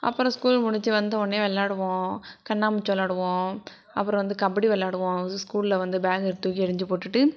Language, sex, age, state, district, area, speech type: Tamil, female, 60+, Tamil Nadu, Sivaganga, rural, spontaneous